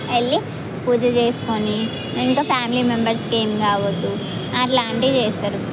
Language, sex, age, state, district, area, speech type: Telugu, female, 18-30, Telangana, Mahbubnagar, rural, spontaneous